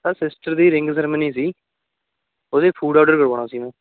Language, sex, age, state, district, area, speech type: Punjabi, male, 18-30, Punjab, Fatehgarh Sahib, urban, conversation